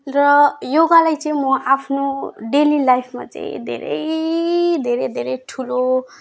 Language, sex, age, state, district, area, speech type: Nepali, female, 18-30, West Bengal, Alipurduar, urban, spontaneous